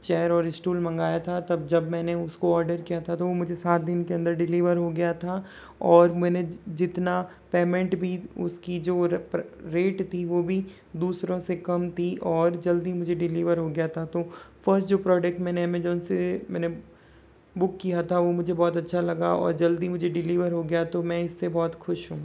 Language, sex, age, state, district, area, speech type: Hindi, male, 60+, Rajasthan, Jodhpur, rural, spontaneous